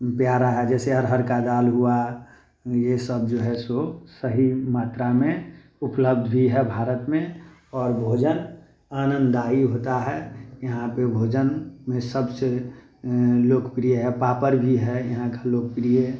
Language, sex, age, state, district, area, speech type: Hindi, male, 30-45, Bihar, Muzaffarpur, rural, spontaneous